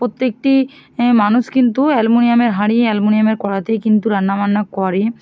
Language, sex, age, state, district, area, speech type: Bengali, female, 45-60, West Bengal, Bankura, urban, spontaneous